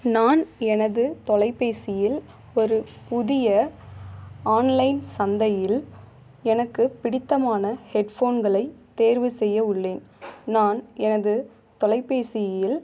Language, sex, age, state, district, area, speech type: Tamil, female, 18-30, Tamil Nadu, Ariyalur, rural, spontaneous